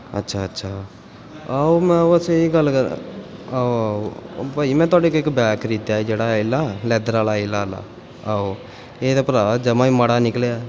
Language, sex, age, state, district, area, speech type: Punjabi, male, 18-30, Punjab, Pathankot, urban, spontaneous